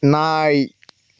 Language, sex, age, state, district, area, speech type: Tamil, male, 18-30, Tamil Nadu, Nagapattinam, rural, read